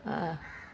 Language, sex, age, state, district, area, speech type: Urdu, female, 60+, Bihar, Khagaria, rural, spontaneous